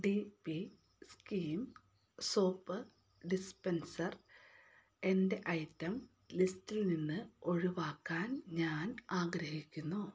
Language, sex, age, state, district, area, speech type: Malayalam, female, 30-45, Kerala, Wayanad, rural, read